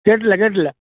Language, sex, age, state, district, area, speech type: Malayalam, male, 60+, Kerala, Pathanamthitta, rural, conversation